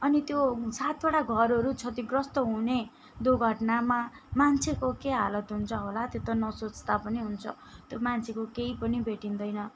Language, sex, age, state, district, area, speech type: Nepali, female, 30-45, West Bengal, Kalimpong, rural, spontaneous